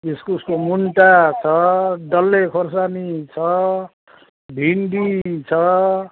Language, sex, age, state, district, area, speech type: Nepali, male, 60+, West Bengal, Kalimpong, rural, conversation